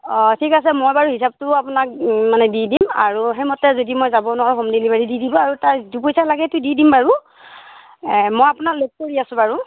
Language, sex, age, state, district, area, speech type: Assamese, female, 45-60, Assam, Darrang, rural, conversation